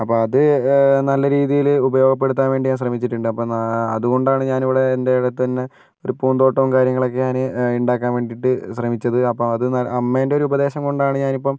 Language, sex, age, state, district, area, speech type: Malayalam, female, 30-45, Kerala, Kozhikode, urban, spontaneous